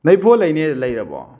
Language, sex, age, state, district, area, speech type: Manipuri, male, 30-45, Manipur, Kakching, rural, spontaneous